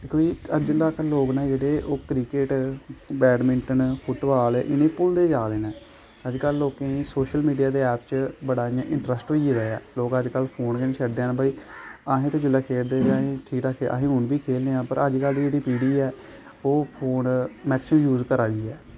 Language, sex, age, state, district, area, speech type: Dogri, male, 18-30, Jammu and Kashmir, Samba, urban, spontaneous